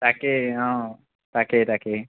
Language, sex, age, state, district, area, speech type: Assamese, male, 30-45, Assam, Sonitpur, rural, conversation